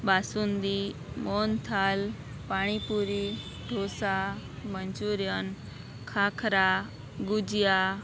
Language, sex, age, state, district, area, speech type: Gujarati, female, 18-30, Gujarat, Anand, urban, spontaneous